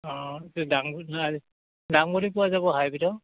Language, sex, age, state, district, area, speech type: Assamese, male, 45-60, Assam, Charaideo, rural, conversation